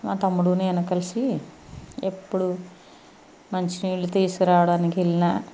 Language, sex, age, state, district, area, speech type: Telugu, female, 60+, Andhra Pradesh, Eluru, rural, spontaneous